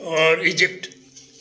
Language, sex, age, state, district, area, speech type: Sindhi, male, 60+, Delhi, South Delhi, urban, spontaneous